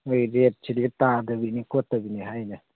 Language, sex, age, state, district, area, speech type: Manipuri, male, 30-45, Manipur, Thoubal, rural, conversation